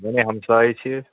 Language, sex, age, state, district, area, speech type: Kashmiri, male, 30-45, Jammu and Kashmir, Srinagar, urban, conversation